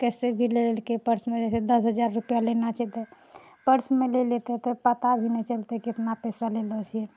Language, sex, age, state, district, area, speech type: Maithili, female, 60+, Bihar, Purnia, urban, spontaneous